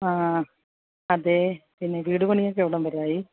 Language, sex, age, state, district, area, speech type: Malayalam, female, 60+, Kerala, Alappuzha, rural, conversation